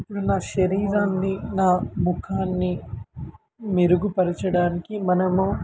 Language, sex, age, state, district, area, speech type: Telugu, male, 18-30, Telangana, Warangal, rural, spontaneous